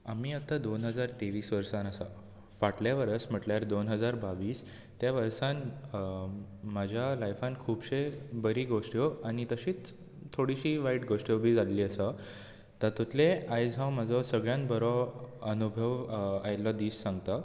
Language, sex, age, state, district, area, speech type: Goan Konkani, male, 18-30, Goa, Bardez, urban, spontaneous